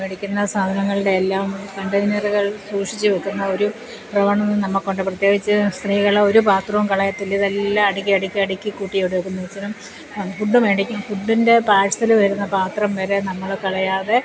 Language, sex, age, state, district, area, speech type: Malayalam, female, 60+, Kerala, Kottayam, rural, spontaneous